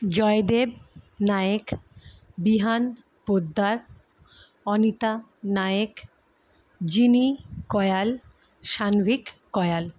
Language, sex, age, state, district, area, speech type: Bengali, female, 30-45, West Bengal, Kolkata, urban, spontaneous